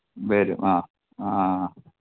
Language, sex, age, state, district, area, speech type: Malayalam, male, 45-60, Kerala, Pathanamthitta, rural, conversation